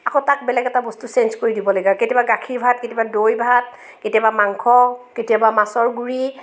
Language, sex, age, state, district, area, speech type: Assamese, female, 45-60, Assam, Morigaon, rural, spontaneous